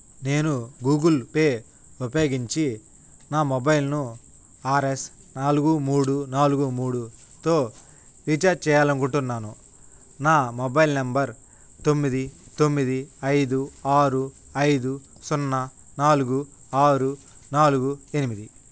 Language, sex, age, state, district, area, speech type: Telugu, male, 18-30, Andhra Pradesh, Nellore, rural, read